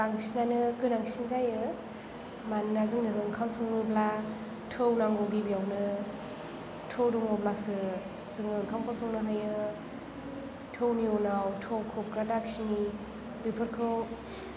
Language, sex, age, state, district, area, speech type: Bodo, female, 18-30, Assam, Chirang, urban, spontaneous